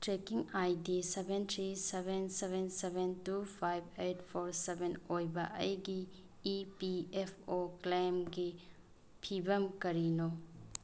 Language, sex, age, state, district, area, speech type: Manipuri, female, 18-30, Manipur, Bishnupur, rural, read